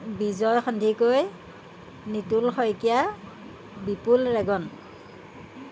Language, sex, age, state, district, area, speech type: Assamese, female, 60+, Assam, Jorhat, urban, spontaneous